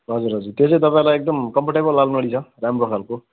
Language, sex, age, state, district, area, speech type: Nepali, male, 30-45, West Bengal, Kalimpong, rural, conversation